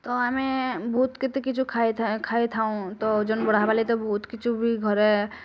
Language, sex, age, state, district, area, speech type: Odia, female, 18-30, Odisha, Bargarh, rural, spontaneous